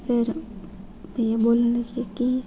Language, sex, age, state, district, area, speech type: Dogri, female, 18-30, Jammu and Kashmir, Jammu, rural, spontaneous